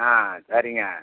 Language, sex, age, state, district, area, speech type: Tamil, male, 60+, Tamil Nadu, Perambalur, rural, conversation